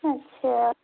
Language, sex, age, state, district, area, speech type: Hindi, female, 30-45, Uttar Pradesh, Jaunpur, rural, conversation